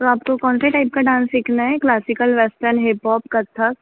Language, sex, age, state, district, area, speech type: Hindi, female, 30-45, Madhya Pradesh, Harda, urban, conversation